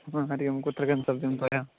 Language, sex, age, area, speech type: Sanskrit, male, 18-30, rural, conversation